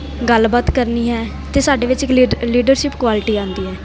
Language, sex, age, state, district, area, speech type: Punjabi, female, 18-30, Punjab, Mansa, urban, spontaneous